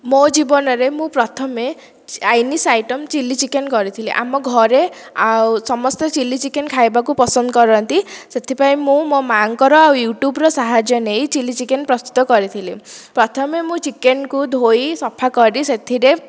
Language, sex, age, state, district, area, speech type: Odia, female, 30-45, Odisha, Dhenkanal, rural, spontaneous